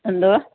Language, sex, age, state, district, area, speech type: Malayalam, female, 45-60, Kerala, Kannur, rural, conversation